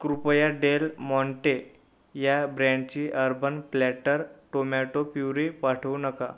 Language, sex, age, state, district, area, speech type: Marathi, male, 18-30, Maharashtra, Buldhana, urban, read